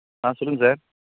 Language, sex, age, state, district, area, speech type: Tamil, male, 30-45, Tamil Nadu, Chengalpattu, rural, conversation